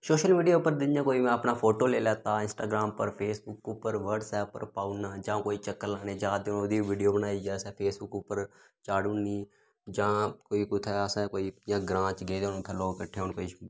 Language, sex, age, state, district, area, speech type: Dogri, male, 18-30, Jammu and Kashmir, Udhampur, rural, spontaneous